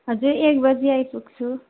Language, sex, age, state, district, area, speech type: Nepali, female, 18-30, West Bengal, Darjeeling, rural, conversation